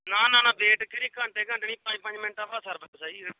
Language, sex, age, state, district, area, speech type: Punjabi, male, 30-45, Punjab, Bathinda, urban, conversation